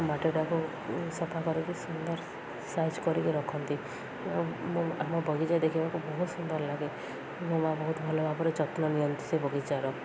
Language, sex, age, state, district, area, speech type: Odia, female, 18-30, Odisha, Ganjam, urban, spontaneous